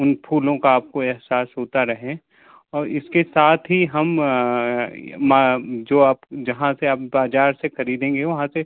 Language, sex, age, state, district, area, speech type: Hindi, male, 30-45, Madhya Pradesh, Bhopal, urban, conversation